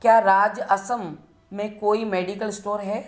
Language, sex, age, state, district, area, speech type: Hindi, female, 60+, Madhya Pradesh, Ujjain, urban, read